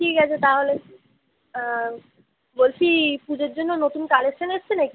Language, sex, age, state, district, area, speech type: Bengali, female, 30-45, West Bengal, Uttar Dinajpur, urban, conversation